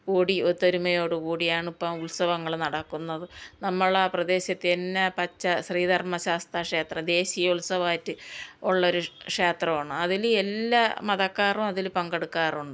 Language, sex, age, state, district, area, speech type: Malayalam, female, 60+, Kerala, Thiruvananthapuram, rural, spontaneous